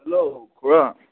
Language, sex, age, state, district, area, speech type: Assamese, male, 18-30, Assam, Udalguri, rural, conversation